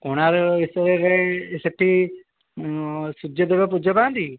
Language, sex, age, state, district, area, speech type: Odia, male, 18-30, Odisha, Dhenkanal, rural, conversation